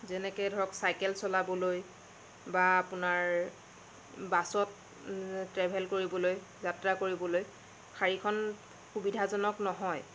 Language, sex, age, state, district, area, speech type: Assamese, female, 30-45, Assam, Sonitpur, rural, spontaneous